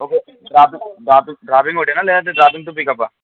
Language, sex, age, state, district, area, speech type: Telugu, male, 18-30, Andhra Pradesh, Anantapur, urban, conversation